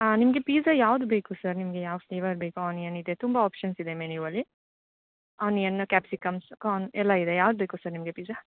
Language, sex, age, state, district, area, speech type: Kannada, female, 18-30, Karnataka, Chikkamagaluru, rural, conversation